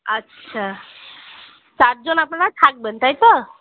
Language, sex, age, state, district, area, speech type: Bengali, female, 30-45, West Bengal, Murshidabad, urban, conversation